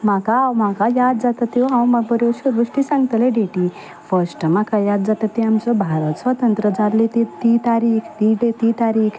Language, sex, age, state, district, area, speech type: Goan Konkani, female, 30-45, Goa, Ponda, rural, spontaneous